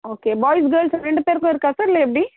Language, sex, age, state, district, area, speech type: Tamil, female, 45-60, Tamil Nadu, Chennai, urban, conversation